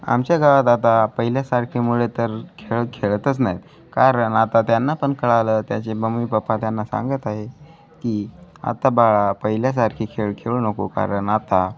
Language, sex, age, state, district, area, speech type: Marathi, male, 18-30, Maharashtra, Hingoli, urban, spontaneous